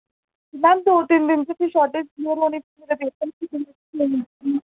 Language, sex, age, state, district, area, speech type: Dogri, female, 18-30, Jammu and Kashmir, Jammu, urban, conversation